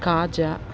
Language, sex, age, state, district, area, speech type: Telugu, female, 30-45, Andhra Pradesh, Bapatla, urban, spontaneous